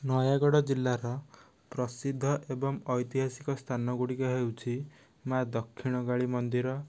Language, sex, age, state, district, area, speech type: Odia, male, 18-30, Odisha, Nayagarh, rural, spontaneous